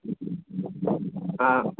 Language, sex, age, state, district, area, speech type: Gujarati, male, 30-45, Gujarat, Aravalli, urban, conversation